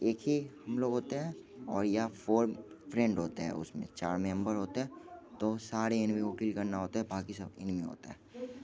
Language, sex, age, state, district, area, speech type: Hindi, male, 18-30, Bihar, Muzaffarpur, rural, spontaneous